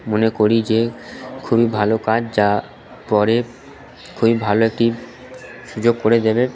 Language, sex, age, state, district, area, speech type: Bengali, male, 18-30, West Bengal, Purba Bardhaman, urban, spontaneous